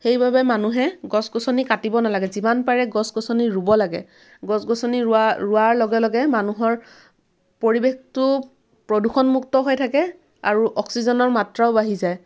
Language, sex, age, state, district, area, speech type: Assamese, female, 18-30, Assam, Dhemaji, rural, spontaneous